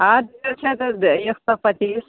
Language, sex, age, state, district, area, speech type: Maithili, female, 45-60, Bihar, Araria, rural, conversation